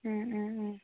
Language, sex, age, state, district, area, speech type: Malayalam, female, 18-30, Kerala, Wayanad, rural, conversation